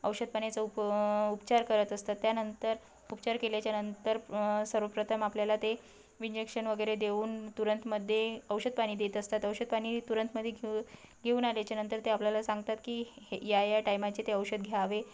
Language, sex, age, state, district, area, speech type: Marathi, female, 30-45, Maharashtra, Wardha, rural, spontaneous